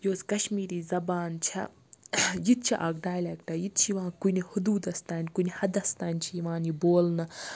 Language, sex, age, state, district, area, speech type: Kashmiri, female, 18-30, Jammu and Kashmir, Baramulla, rural, spontaneous